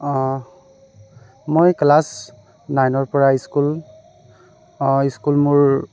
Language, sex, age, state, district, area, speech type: Assamese, male, 18-30, Assam, Tinsukia, rural, spontaneous